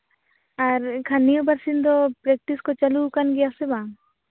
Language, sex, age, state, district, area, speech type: Santali, female, 18-30, Jharkhand, Seraikela Kharsawan, rural, conversation